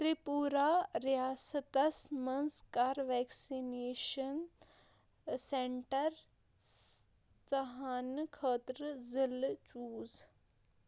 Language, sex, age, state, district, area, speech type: Kashmiri, female, 18-30, Jammu and Kashmir, Shopian, rural, read